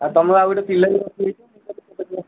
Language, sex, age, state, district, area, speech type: Odia, male, 30-45, Odisha, Puri, urban, conversation